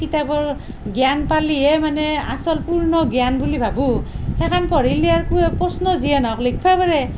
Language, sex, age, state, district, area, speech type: Assamese, female, 45-60, Assam, Nalbari, rural, spontaneous